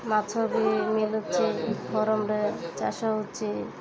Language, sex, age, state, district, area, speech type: Odia, female, 30-45, Odisha, Malkangiri, urban, spontaneous